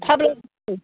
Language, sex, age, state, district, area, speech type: Bodo, female, 60+, Assam, Chirang, rural, conversation